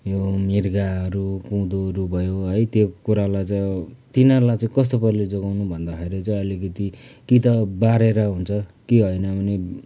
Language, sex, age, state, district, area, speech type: Nepali, male, 45-60, West Bengal, Kalimpong, rural, spontaneous